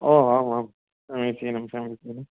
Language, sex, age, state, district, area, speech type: Sanskrit, male, 18-30, Karnataka, Gulbarga, urban, conversation